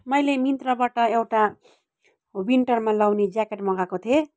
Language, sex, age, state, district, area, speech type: Nepali, female, 30-45, West Bengal, Kalimpong, rural, spontaneous